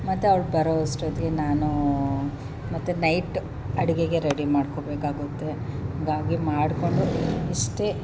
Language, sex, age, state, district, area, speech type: Kannada, female, 30-45, Karnataka, Chamarajanagar, rural, spontaneous